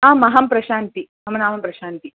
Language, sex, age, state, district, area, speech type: Sanskrit, female, 18-30, Tamil Nadu, Chennai, urban, conversation